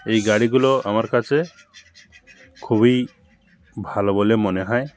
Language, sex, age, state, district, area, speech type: Bengali, male, 45-60, West Bengal, Bankura, urban, spontaneous